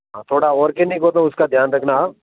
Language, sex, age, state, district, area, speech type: Hindi, male, 30-45, Rajasthan, Nagaur, rural, conversation